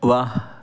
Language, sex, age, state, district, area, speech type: Hindi, male, 18-30, Madhya Pradesh, Bhopal, urban, read